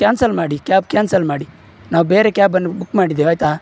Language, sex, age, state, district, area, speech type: Kannada, male, 30-45, Karnataka, Udupi, rural, spontaneous